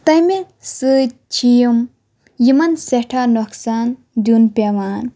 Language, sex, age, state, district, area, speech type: Kashmiri, female, 18-30, Jammu and Kashmir, Shopian, rural, spontaneous